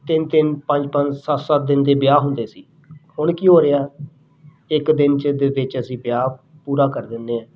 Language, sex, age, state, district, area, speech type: Punjabi, male, 30-45, Punjab, Rupnagar, rural, spontaneous